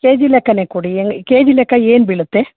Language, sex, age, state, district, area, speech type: Kannada, female, 60+, Karnataka, Mandya, rural, conversation